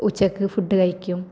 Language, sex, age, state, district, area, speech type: Malayalam, female, 18-30, Kerala, Kasaragod, rural, spontaneous